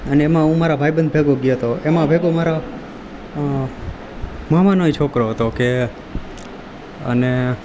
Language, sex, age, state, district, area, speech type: Gujarati, male, 18-30, Gujarat, Rajkot, rural, spontaneous